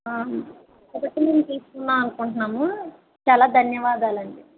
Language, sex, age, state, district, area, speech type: Telugu, female, 18-30, Andhra Pradesh, West Godavari, rural, conversation